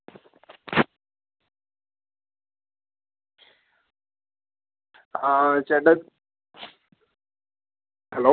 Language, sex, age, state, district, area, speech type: Malayalam, male, 45-60, Kerala, Malappuram, rural, conversation